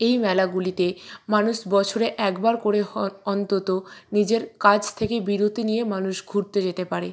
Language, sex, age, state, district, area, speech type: Bengali, female, 45-60, West Bengal, Purba Bardhaman, urban, spontaneous